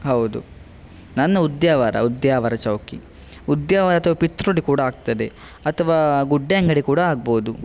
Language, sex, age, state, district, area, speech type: Kannada, male, 18-30, Karnataka, Udupi, rural, spontaneous